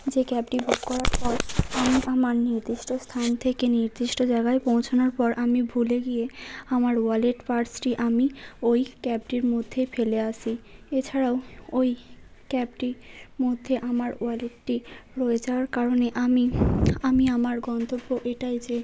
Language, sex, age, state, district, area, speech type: Bengali, female, 30-45, West Bengal, Hooghly, urban, spontaneous